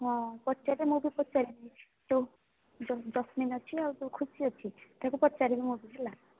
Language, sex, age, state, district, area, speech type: Odia, female, 18-30, Odisha, Rayagada, rural, conversation